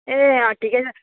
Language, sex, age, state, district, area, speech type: Nepali, female, 18-30, West Bengal, Kalimpong, rural, conversation